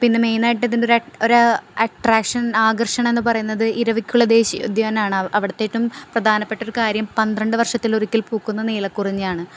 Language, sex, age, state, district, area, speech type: Malayalam, female, 18-30, Kerala, Ernakulam, rural, spontaneous